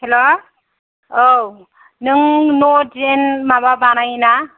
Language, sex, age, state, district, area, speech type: Bodo, female, 45-60, Assam, Kokrajhar, rural, conversation